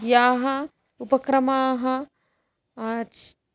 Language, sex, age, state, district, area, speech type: Sanskrit, female, 30-45, Maharashtra, Nagpur, urban, spontaneous